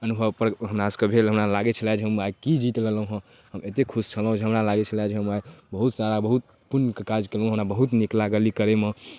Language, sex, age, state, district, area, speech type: Maithili, male, 18-30, Bihar, Darbhanga, urban, spontaneous